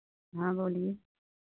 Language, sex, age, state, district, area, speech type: Hindi, female, 30-45, Uttar Pradesh, Pratapgarh, rural, conversation